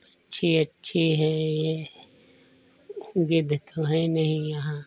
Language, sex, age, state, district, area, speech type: Hindi, male, 45-60, Uttar Pradesh, Lucknow, rural, spontaneous